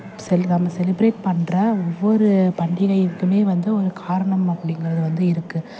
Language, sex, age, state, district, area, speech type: Tamil, female, 30-45, Tamil Nadu, Thanjavur, urban, spontaneous